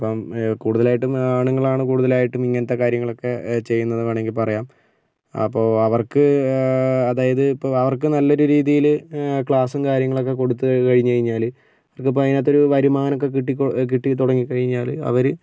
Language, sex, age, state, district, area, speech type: Malayalam, male, 45-60, Kerala, Kozhikode, urban, spontaneous